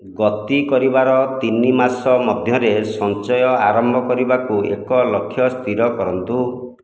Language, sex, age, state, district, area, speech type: Odia, male, 45-60, Odisha, Khordha, rural, read